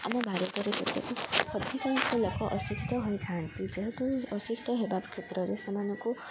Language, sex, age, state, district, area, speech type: Odia, female, 18-30, Odisha, Koraput, urban, spontaneous